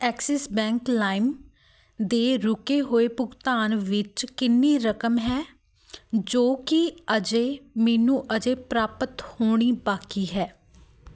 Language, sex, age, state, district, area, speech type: Punjabi, female, 18-30, Punjab, Fatehgarh Sahib, urban, read